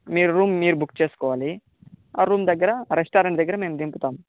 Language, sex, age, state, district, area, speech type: Telugu, male, 18-30, Andhra Pradesh, Chittoor, rural, conversation